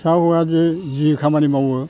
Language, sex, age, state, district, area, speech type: Bodo, male, 60+, Assam, Chirang, rural, spontaneous